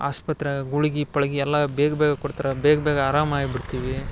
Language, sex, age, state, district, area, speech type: Kannada, male, 18-30, Karnataka, Dharwad, rural, spontaneous